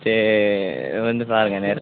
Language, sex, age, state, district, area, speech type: Tamil, male, 18-30, Tamil Nadu, Tiruvannamalai, rural, conversation